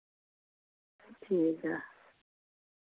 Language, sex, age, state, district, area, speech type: Dogri, female, 45-60, Jammu and Kashmir, Jammu, urban, conversation